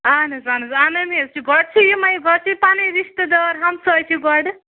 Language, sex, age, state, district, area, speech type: Kashmiri, female, 45-60, Jammu and Kashmir, Ganderbal, rural, conversation